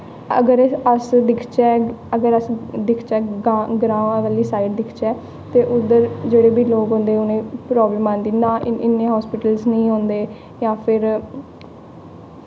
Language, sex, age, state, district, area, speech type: Dogri, female, 18-30, Jammu and Kashmir, Jammu, urban, spontaneous